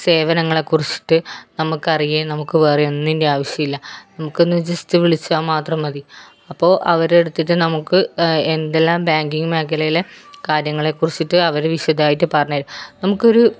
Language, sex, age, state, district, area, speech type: Malayalam, female, 30-45, Kerala, Kannur, rural, spontaneous